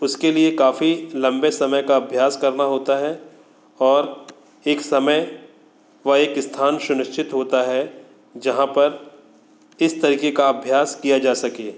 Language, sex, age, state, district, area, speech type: Hindi, male, 30-45, Madhya Pradesh, Katni, urban, spontaneous